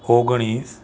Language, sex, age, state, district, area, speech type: Gujarati, male, 45-60, Gujarat, Ahmedabad, urban, spontaneous